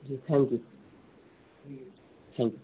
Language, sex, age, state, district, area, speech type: Urdu, male, 18-30, Bihar, Saharsa, rural, conversation